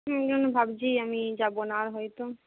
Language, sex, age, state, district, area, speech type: Bengali, female, 30-45, West Bengal, Jhargram, rural, conversation